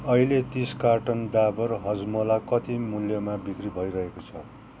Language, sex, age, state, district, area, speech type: Nepali, male, 60+, West Bengal, Kalimpong, rural, read